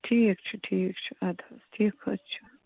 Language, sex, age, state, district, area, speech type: Kashmiri, female, 45-60, Jammu and Kashmir, Bandipora, rural, conversation